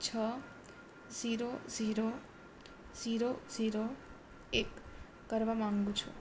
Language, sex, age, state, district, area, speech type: Gujarati, female, 18-30, Gujarat, Surat, urban, read